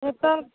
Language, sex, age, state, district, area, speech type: Maithili, female, 18-30, Bihar, Madhubani, rural, conversation